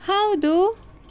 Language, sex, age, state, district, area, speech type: Kannada, female, 18-30, Karnataka, Tumkur, urban, read